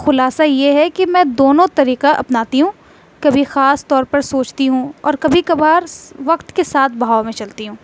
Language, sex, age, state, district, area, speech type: Urdu, female, 18-30, Delhi, North East Delhi, urban, spontaneous